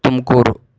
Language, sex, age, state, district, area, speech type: Kannada, male, 30-45, Karnataka, Tumkur, urban, spontaneous